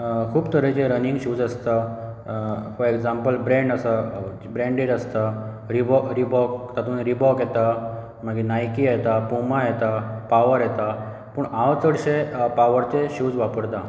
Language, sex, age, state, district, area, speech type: Goan Konkani, male, 30-45, Goa, Bardez, rural, spontaneous